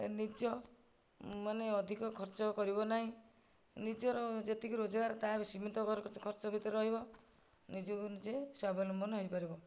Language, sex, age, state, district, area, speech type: Odia, female, 45-60, Odisha, Nayagarh, rural, spontaneous